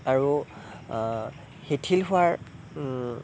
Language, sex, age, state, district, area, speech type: Assamese, male, 18-30, Assam, Sonitpur, rural, spontaneous